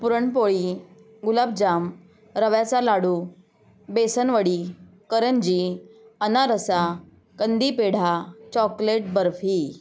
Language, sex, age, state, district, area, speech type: Marathi, female, 30-45, Maharashtra, Osmanabad, rural, spontaneous